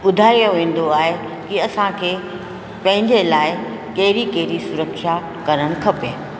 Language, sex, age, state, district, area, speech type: Sindhi, female, 60+, Rajasthan, Ajmer, urban, spontaneous